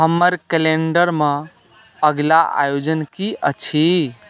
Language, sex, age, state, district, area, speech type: Maithili, male, 45-60, Bihar, Sitamarhi, rural, read